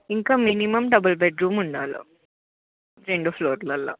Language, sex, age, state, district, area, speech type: Telugu, female, 18-30, Telangana, Hyderabad, urban, conversation